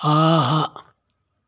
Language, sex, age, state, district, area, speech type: Tamil, male, 60+, Tamil Nadu, Kallakurichi, urban, read